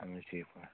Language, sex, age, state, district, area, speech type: Kashmiri, male, 45-60, Jammu and Kashmir, Bandipora, rural, conversation